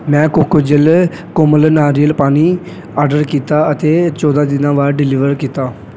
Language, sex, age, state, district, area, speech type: Punjabi, male, 18-30, Punjab, Pathankot, rural, read